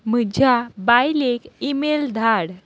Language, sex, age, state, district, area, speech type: Goan Konkani, female, 30-45, Goa, Quepem, rural, read